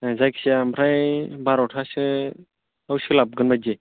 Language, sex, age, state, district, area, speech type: Bodo, male, 18-30, Assam, Chirang, rural, conversation